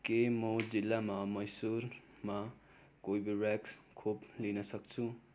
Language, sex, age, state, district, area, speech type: Nepali, male, 30-45, West Bengal, Darjeeling, rural, read